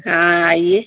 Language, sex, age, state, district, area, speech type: Hindi, female, 30-45, Uttar Pradesh, Jaunpur, rural, conversation